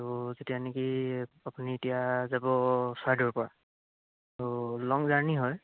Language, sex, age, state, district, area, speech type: Assamese, male, 18-30, Assam, Charaideo, rural, conversation